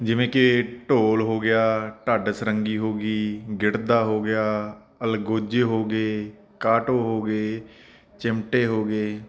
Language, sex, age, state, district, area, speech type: Punjabi, male, 30-45, Punjab, Faridkot, urban, spontaneous